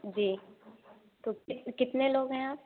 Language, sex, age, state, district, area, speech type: Hindi, female, 18-30, Madhya Pradesh, Katni, rural, conversation